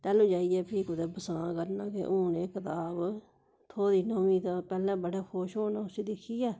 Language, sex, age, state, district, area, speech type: Dogri, female, 45-60, Jammu and Kashmir, Udhampur, rural, spontaneous